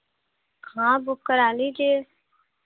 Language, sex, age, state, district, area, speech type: Hindi, female, 18-30, Uttar Pradesh, Pratapgarh, rural, conversation